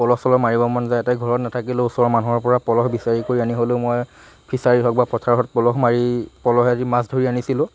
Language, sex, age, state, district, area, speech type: Assamese, male, 45-60, Assam, Morigaon, rural, spontaneous